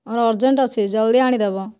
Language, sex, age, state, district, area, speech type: Odia, female, 18-30, Odisha, Kandhamal, rural, spontaneous